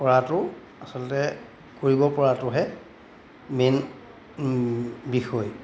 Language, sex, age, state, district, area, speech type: Assamese, male, 45-60, Assam, Golaghat, urban, spontaneous